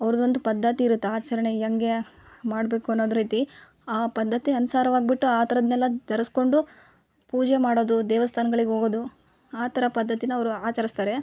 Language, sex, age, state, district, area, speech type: Kannada, female, 18-30, Karnataka, Vijayanagara, rural, spontaneous